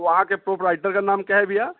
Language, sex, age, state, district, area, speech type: Hindi, male, 45-60, Uttar Pradesh, Bhadohi, urban, conversation